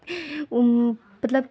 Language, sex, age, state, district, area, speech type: Maithili, female, 30-45, Bihar, Sitamarhi, urban, spontaneous